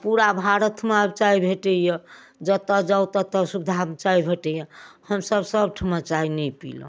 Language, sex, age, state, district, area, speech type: Maithili, female, 60+, Bihar, Darbhanga, rural, spontaneous